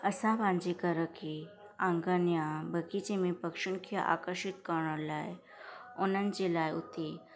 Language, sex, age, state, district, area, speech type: Sindhi, female, 18-30, Gujarat, Surat, urban, spontaneous